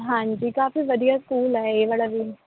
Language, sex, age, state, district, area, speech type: Punjabi, female, 18-30, Punjab, Kapurthala, urban, conversation